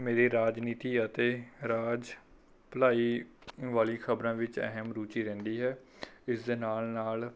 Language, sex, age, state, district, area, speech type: Punjabi, male, 18-30, Punjab, Rupnagar, urban, spontaneous